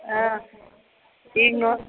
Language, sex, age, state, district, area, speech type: Kannada, female, 45-60, Karnataka, Chitradurga, urban, conversation